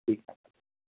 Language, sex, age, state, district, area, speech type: Sindhi, male, 60+, Gujarat, Kutch, urban, conversation